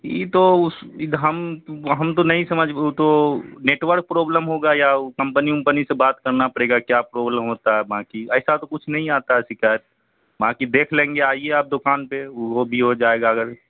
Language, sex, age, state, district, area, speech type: Urdu, male, 18-30, Bihar, Saharsa, urban, conversation